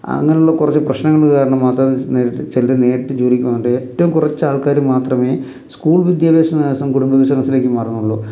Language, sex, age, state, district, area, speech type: Malayalam, male, 45-60, Kerala, Palakkad, rural, spontaneous